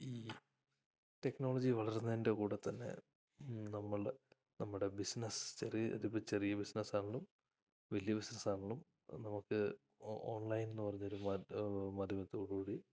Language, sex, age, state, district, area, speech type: Malayalam, male, 18-30, Kerala, Idukki, rural, spontaneous